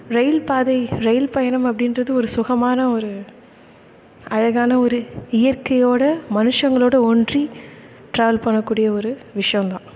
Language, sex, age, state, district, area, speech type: Tamil, female, 18-30, Tamil Nadu, Thanjavur, rural, spontaneous